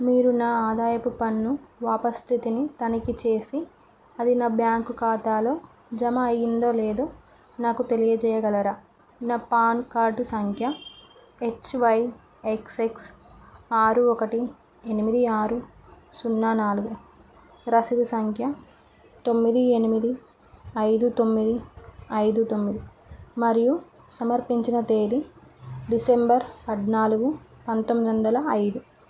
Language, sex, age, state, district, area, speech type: Telugu, female, 30-45, Telangana, Karimnagar, rural, read